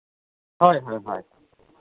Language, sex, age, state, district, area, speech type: Santali, male, 30-45, Jharkhand, East Singhbhum, rural, conversation